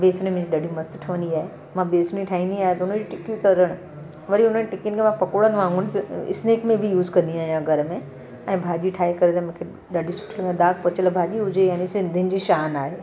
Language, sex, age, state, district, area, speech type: Sindhi, female, 45-60, Gujarat, Surat, urban, spontaneous